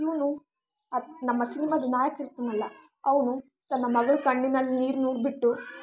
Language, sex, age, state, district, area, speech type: Kannada, female, 18-30, Karnataka, Chitradurga, rural, spontaneous